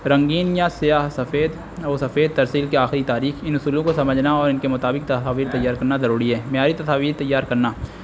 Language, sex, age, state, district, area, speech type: Urdu, male, 18-30, Uttar Pradesh, Azamgarh, rural, spontaneous